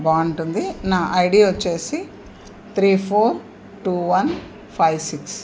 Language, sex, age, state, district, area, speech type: Telugu, female, 60+, Andhra Pradesh, Anantapur, urban, spontaneous